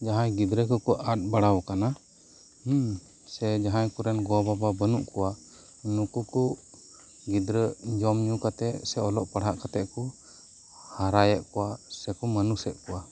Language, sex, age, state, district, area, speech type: Santali, male, 30-45, West Bengal, Birbhum, rural, spontaneous